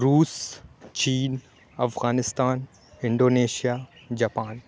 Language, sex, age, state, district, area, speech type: Urdu, male, 18-30, Uttar Pradesh, Aligarh, urban, spontaneous